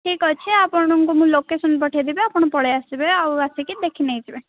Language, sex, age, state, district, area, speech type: Odia, female, 18-30, Odisha, Koraput, urban, conversation